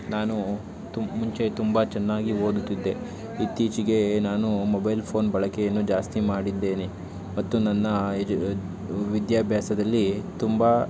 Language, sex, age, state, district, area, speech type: Kannada, male, 18-30, Karnataka, Tumkur, rural, spontaneous